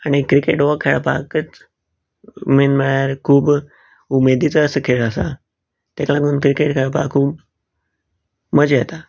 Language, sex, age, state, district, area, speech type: Goan Konkani, male, 18-30, Goa, Canacona, rural, spontaneous